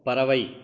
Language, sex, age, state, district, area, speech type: Tamil, male, 45-60, Tamil Nadu, Krishnagiri, rural, read